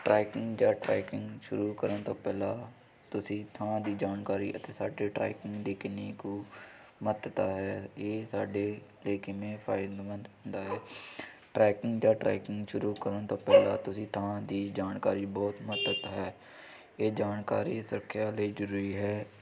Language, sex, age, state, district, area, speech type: Punjabi, male, 18-30, Punjab, Hoshiarpur, rural, spontaneous